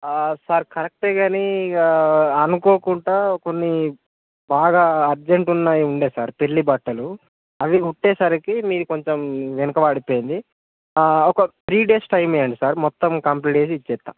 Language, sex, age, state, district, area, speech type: Telugu, male, 18-30, Telangana, Jayashankar, rural, conversation